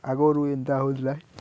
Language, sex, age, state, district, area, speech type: Odia, male, 30-45, Odisha, Balangir, urban, spontaneous